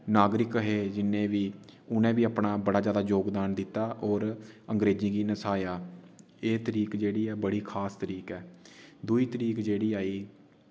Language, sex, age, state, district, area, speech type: Dogri, male, 18-30, Jammu and Kashmir, Udhampur, rural, spontaneous